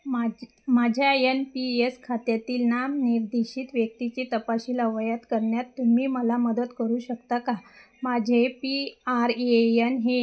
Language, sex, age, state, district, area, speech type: Marathi, female, 30-45, Maharashtra, Wardha, rural, read